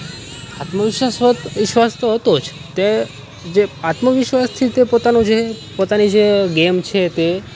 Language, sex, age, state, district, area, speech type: Gujarati, male, 18-30, Gujarat, Rajkot, urban, spontaneous